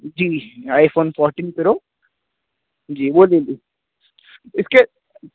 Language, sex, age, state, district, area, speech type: Urdu, male, 18-30, Uttar Pradesh, Muzaffarnagar, urban, conversation